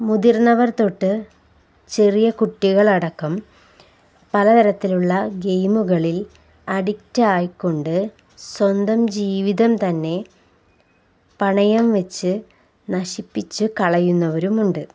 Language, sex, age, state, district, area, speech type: Malayalam, female, 18-30, Kerala, Palakkad, rural, spontaneous